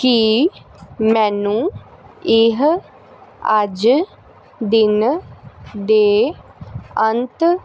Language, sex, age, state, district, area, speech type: Punjabi, female, 18-30, Punjab, Gurdaspur, urban, read